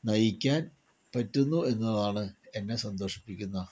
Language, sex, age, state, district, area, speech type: Malayalam, male, 60+, Kerala, Palakkad, rural, spontaneous